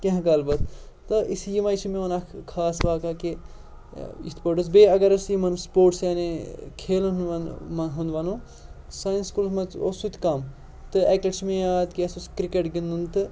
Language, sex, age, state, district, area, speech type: Kashmiri, male, 18-30, Jammu and Kashmir, Srinagar, rural, spontaneous